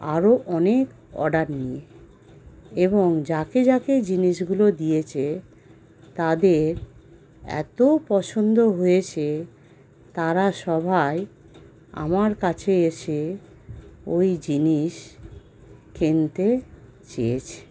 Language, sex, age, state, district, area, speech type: Bengali, female, 45-60, West Bengal, Howrah, urban, spontaneous